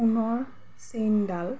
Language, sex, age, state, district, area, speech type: Assamese, female, 30-45, Assam, Golaghat, rural, spontaneous